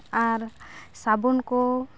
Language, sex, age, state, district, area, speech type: Santali, female, 18-30, West Bengal, Purulia, rural, spontaneous